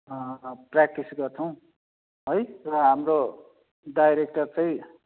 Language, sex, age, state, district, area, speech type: Nepali, male, 60+, West Bengal, Darjeeling, rural, conversation